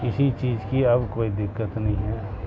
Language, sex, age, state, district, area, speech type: Urdu, male, 60+, Bihar, Supaul, rural, spontaneous